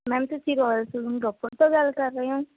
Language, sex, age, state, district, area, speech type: Punjabi, female, 18-30, Punjab, Shaheed Bhagat Singh Nagar, urban, conversation